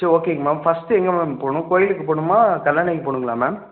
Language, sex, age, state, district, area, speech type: Tamil, male, 18-30, Tamil Nadu, Ariyalur, rural, conversation